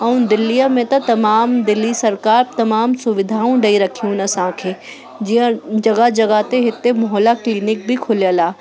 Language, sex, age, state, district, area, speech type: Sindhi, female, 30-45, Delhi, South Delhi, urban, spontaneous